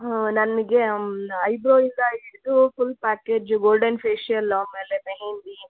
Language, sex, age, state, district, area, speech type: Kannada, female, 30-45, Karnataka, Chitradurga, rural, conversation